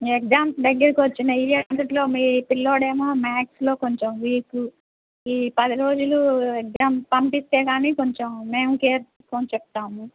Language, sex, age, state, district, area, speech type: Telugu, female, 60+, Andhra Pradesh, N T Rama Rao, urban, conversation